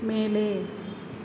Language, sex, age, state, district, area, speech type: Tamil, female, 45-60, Tamil Nadu, Perambalur, urban, read